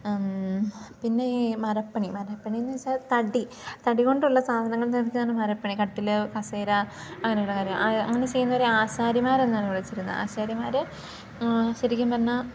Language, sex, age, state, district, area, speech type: Malayalam, female, 18-30, Kerala, Idukki, rural, spontaneous